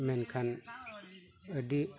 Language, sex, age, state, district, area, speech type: Santali, male, 45-60, West Bengal, Malda, rural, spontaneous